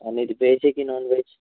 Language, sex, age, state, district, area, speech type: Marathi, female, 18-30, Maharashtra, Nashik, urban, conversation